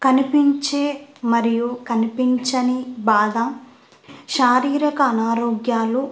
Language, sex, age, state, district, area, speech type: Telugu, female, 18-30, Andhra Pradesh, Kurnool, rural, spontaneous